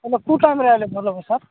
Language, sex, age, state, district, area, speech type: Odia, male, 45-60, Odisha, Nabarangpur, rural, conversation